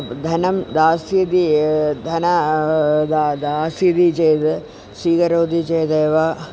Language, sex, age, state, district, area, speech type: Sanskrit, female, 45-60, Kerala, Thiruvananthapuram, urban, spontaneous